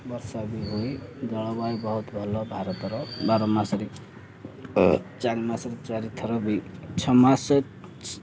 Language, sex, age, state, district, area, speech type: Odia, male, 30-45, Odisha, Ganjam, urban, spontaneous